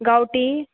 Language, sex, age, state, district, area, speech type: Goan Konkani, female, 18-30, Goa, Bardez, rural, conversation